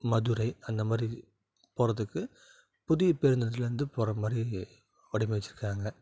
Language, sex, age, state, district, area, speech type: Tamil, male, 30-45, Tamil Nadu, Salem, urban, spontaneous